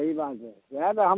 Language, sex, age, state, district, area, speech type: Maithili, male, 60+, Bihar, Samastipur, rural, conversation